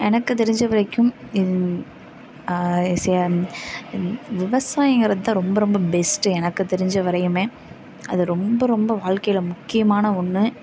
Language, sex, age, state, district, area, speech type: Tamil, female, 18-30, Tamil Nadu, Karur, rural, spontaneous